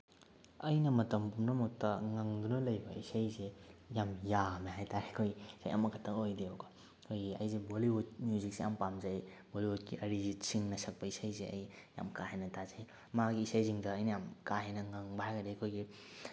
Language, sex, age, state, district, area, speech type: Manipuri, male, 18-30, Manipur, Bishnupur, rural, spontaneous